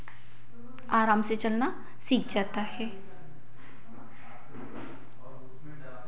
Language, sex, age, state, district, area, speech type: Hindi, female, 30-45, Madhya Pradesh, Betul, urban, spontaneous